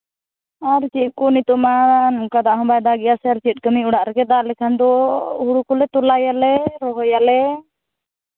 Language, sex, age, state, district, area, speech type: Santali, female, 30-45, Jharkhand, East Singhbhum, rural, conversation